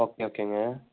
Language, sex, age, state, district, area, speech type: Tamil, male, 18-30, Tamil Nadu, Erode, rural, conversation